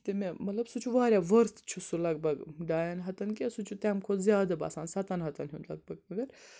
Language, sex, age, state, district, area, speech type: Kashmiri, female, 60+, Jammu and Kashmir, Srinagar, urban, spontaneous